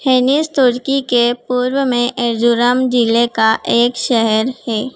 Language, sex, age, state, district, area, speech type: Hindi, female, 18-30, Madhya Pradesh, Harda, urban, read